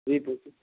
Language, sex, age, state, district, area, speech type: Urdu, male, 18-30, Bihar, Purnia, rural, conversation